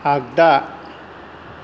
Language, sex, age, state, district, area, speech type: Bodo, male, 60+, Assam, Kokrajhar, rural, read